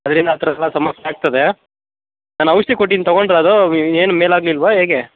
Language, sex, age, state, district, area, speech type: Kannada, male, 18-30, Karnataka, Kodagu, rural, conversation